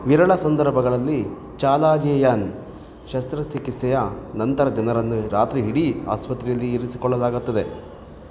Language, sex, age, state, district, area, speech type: Kannada, male, 30-45, Karnataka, Kolar, rural, read